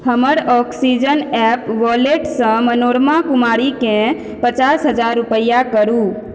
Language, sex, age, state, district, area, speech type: Maithili, female, 18-30, Bihar, Supaul, rural, read